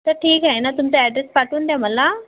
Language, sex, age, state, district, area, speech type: Marathi, female, 18-30, Maharashtra, Thane, rural, conversation